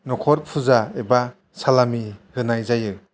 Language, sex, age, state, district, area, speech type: Bodo, male, 18-30, Assam, Chirang, rural, spontaneous